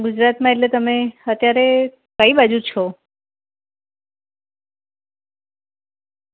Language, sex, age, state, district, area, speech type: Gujarati, female, 30-45, Gujarat, Anand, urban, conversation